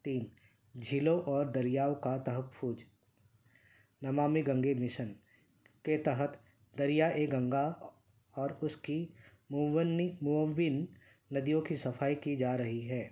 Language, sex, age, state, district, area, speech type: Urdu, male, 45-60, Uttar Pradesh, Ghaziabad, urban, spontaneous